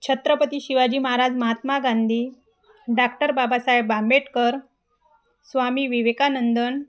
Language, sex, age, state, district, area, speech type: Marathi, female, 30-45, Maharashtra, Wardha, rural, spontaneous